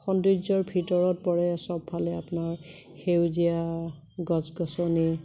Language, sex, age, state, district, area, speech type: Assamese, female, 30-45, Assam, Kamrup Metropolitan, urban, spontaneous